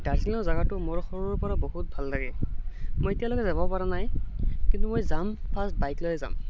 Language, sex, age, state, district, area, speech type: Assamese, male, 18-30, Assam, Barpeta, rural, spontaneous